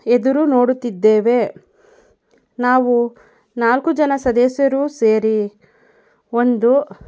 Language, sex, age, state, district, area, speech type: Kannada, female, 30-45, Karnataka, Mandya, rural, spontaneous